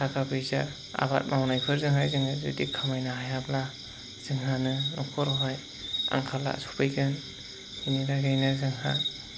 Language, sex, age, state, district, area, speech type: Bodo, male, 30-45, Assam, Chirang, rural, spontaneous